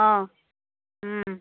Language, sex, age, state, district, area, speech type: Assamese, female, 30-45, Assam, Lakhimpur, rural, conversation